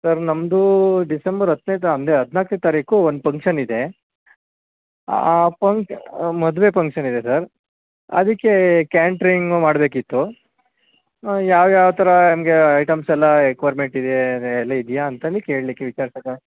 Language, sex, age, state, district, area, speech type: Kannada, male, 18-30, Karnataka, Mandya, urban, conversation